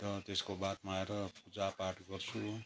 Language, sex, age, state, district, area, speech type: Nepali, male, 60+, West Bengal, Kalimpong, rural, spontaneous